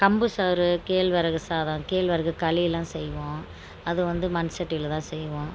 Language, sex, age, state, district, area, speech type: Tamil, female, 45-60, Tamil Nadu, Tiruchirappalli, rural, spontaneous